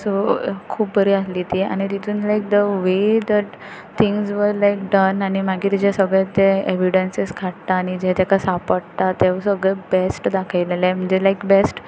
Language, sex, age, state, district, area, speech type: Goan Konkani, female, 18-30, Goa, Tiswadi, rural, spontaneous